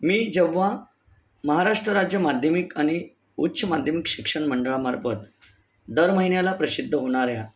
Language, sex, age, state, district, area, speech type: Marathi, male, 30-45, Maharashtra, Palghar, urban, spontaneous